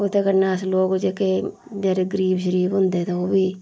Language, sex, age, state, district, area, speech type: Dogri, female, 45-60, Jammu and Kashmir, Udhampur, rural, spontaneous